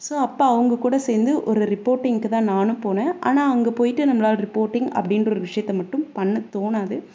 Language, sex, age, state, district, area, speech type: Tamil, female, 45-60, Tamil Nadu, Pudukkottai, rural, spontaneous